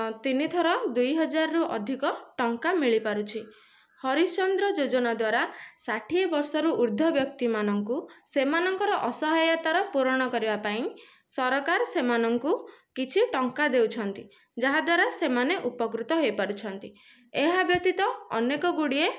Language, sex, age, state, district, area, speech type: Odia, female, 18-30, Odisha, Nayagarh, rural, spontaneous